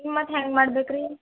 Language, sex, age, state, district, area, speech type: Kannada, female, 18-30, Karnataka, Bidar, urban, conversation